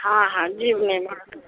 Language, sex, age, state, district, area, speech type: Maithili, female, 60+, Bihar, Sitamarhi, rural, conversation